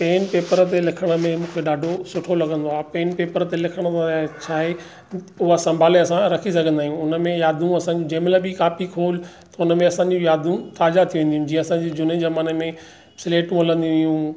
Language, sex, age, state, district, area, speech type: Sindhi, male, 45-60, Maharashtra, Thane, urban, spontaneous